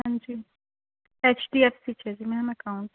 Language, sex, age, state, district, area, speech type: Punjabi, female, 30-45, Punjab, Fazilka, rural, conversation